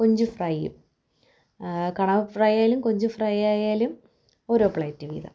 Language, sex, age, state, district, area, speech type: Malayalam, female, 30-45, Kerala, Thiruvananthapuram, rural, spontaneous